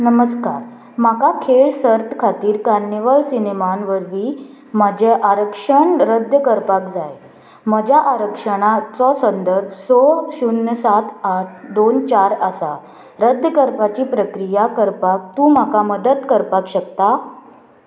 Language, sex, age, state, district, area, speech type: Goan Konkani, female, 18-30, Goa, Murmgao, urban, read